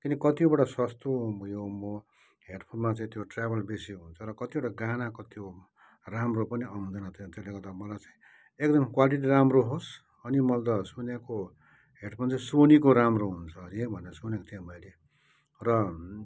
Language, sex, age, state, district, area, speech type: Nepali, male, 60+, West Bengal, Kalimpong, rural, spontaneous